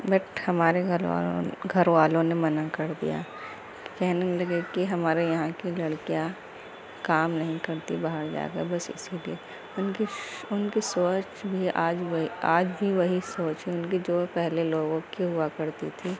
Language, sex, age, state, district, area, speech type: Urdu, female, 18-30, Uttar Pradesh, Gautam Buddha Nagar, rural, spontaneous